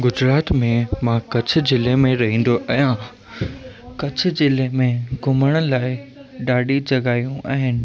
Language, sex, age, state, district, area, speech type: Sindhi, male, 18-30, Gujarat, Kutch, urban, spontaneous